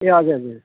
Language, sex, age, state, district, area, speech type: Nepali, male, 60+, West Bengal, Kalimpong, rural, conversation